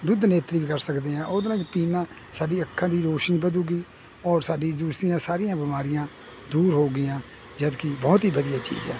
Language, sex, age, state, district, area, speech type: Punjabi, male, 60+, Punjab, Hoshiarpur, rural, spontaneous